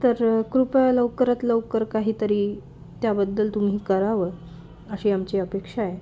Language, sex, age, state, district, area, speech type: Marathi, female, 18-30, Maharashtra, Nashik, urban, spontaneous